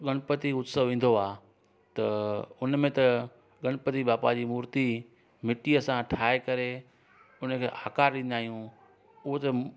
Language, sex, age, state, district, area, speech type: Sindhi, male, 30-45, Gujarat, Junagadh, urban, spontaneous